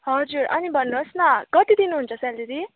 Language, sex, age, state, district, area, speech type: Nepali, female, 18-30, West Bengal, Kalimpong, rural, conversation